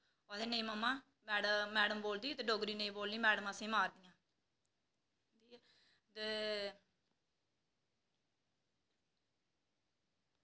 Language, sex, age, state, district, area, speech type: Dogri, female, 18-30, Jammu and Kashmir, Reasi, rural, spontaneous